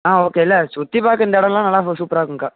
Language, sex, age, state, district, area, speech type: Tamil, male, 18-30, Tamil Nadu, Namakkal, urban, conversation